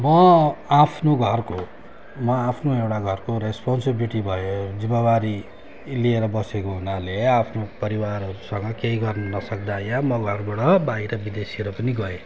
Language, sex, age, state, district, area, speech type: Nepali, male, 45-60, West Bengal, Darjeeling, rural, spontaneous